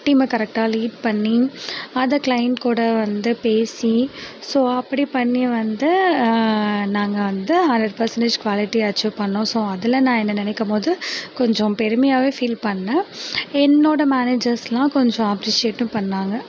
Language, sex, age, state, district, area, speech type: Tamil, female, 18-30, Tamil Nadu, Mayiladuthurai, rural, spontaneous